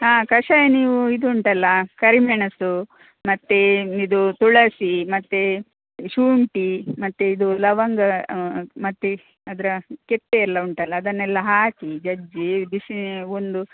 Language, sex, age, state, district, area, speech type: Kannada, female, 45-60, Karnataka, Dakshina Kannada, rural, conversation